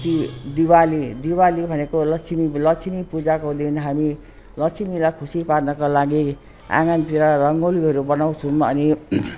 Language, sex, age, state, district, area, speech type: Nepali, female, 60+, West Bengal, Jalpaiguri, rural, spontaneous